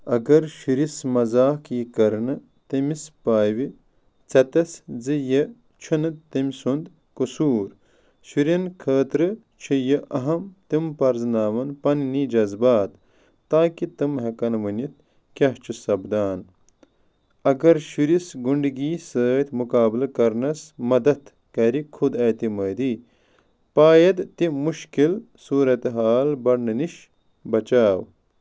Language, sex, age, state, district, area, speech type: Kashmiri, male, 30-45, Jammu and Kashmir, Ganderbal, rural, read